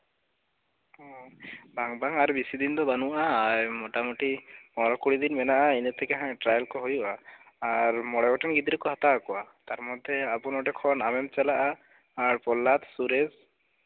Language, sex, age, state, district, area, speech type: Santali, male, 18-30, West Bengal, Bankura, rural, conversation